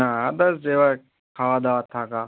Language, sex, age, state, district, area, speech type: Bengali, male, 18-30, West Bengal, Howrah, urban, conversation